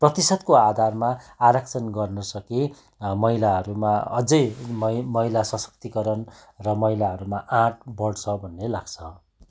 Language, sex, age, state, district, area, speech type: Nepali, male, 45-60, West Bengal, Kalimpong, rural, spontaneous